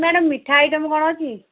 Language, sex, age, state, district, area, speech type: Odia, female, 45-60, Odisha, Angul, rural, conversation